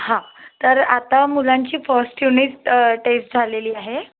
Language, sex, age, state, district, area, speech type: Marathi, female, 18-30, Maharashtra, Akola, urban, conversation